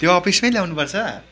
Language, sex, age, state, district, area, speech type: Nepali, male, 18-30, West Bengal, Kalimpong, rural, spontaneous